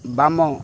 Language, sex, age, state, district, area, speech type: Odia, male, 45-60, Odisha, Kendrapara, urban, read